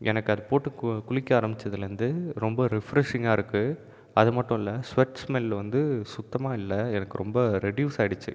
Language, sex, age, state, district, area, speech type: Tamil, male, 30-45, Tamil Nadu, Viluppuram, urban, spontaneous